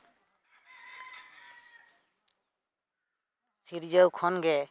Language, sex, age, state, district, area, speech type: Santali, male, 18-30, West Bengal, Purulia, rural, spontaneous